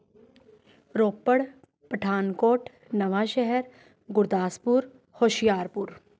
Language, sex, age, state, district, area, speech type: Punjabi, female, 30-45, Punjab, Rupnagar, urban, spontaneous